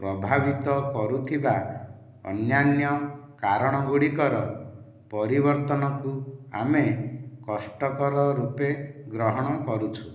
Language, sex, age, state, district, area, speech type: Odia, male, 60+, Odisha, Nayagarh, rural, spontaneous